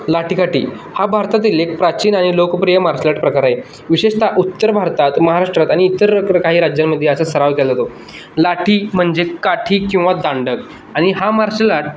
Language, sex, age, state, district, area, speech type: Marathi, male, 18-30, Maharashtra, Sangli, urban, spontaneous